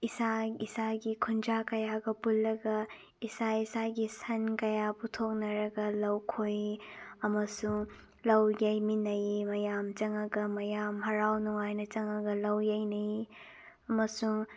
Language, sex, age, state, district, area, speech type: Manipuri, female, 18-30, Manipur, Chandel, rural, spontaneous